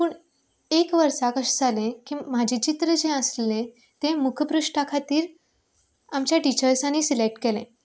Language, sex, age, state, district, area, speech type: Goan Konkani, female, 18-30, Goa, Canacona, rural, spontaneous